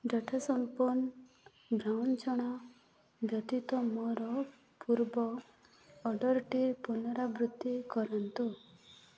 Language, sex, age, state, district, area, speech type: Odia, female, 18-30, Odisha, Rayagada, rural, read